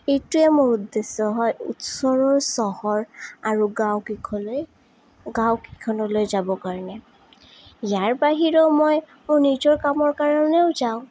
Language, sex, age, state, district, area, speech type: Assamese, female, 30-45, Assam, Sonitpur, rural, spontaneous